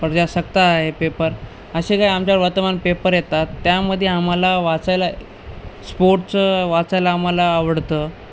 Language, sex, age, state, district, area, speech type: Marathi, male, 30-45, Maharashtra, Nanded, rural, spontaneous